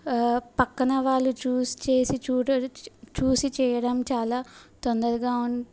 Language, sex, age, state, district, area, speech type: Telugu, female, 18-30, Telangana, Yadadri Bhuvanagiri, urban, spontaneous